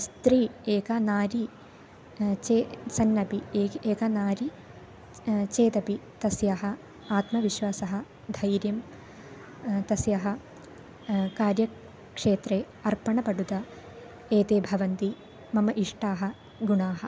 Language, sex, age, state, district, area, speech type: Sanskrit, female, 18-30, Kerala, Palakkad, rural, spontaneous